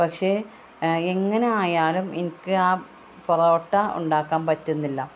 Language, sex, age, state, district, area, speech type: Malayalam, female, 30-45, Kerala, Malappuram, rural, spontaneous